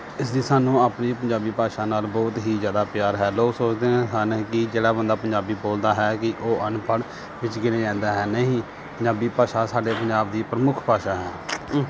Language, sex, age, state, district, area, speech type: Punjabi, male, 30-45, Punjab, Pathankot, rural, spontaneous